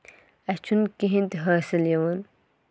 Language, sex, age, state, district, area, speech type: Kashmiri, female, 18-30, Jammu and Kashmir, Kulgam, rural, spontaneous